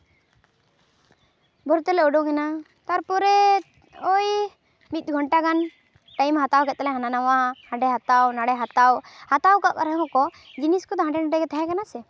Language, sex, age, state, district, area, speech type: Santali, female, 18-30, West Bengal, Jhargram, rural, spontaneous